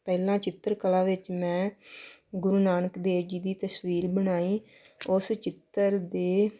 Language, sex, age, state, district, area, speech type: Punjabi, female, 18-30, Punjab, Tarn Taran, rural, spontaneous